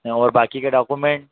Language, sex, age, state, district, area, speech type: Hindi, male, 30-45, Madhya Pradesh, Harda, urban, conversation